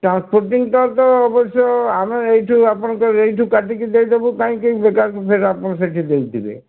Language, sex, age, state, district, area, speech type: Odia, male, 60+, Odisha, Sundergarh, rural, conversation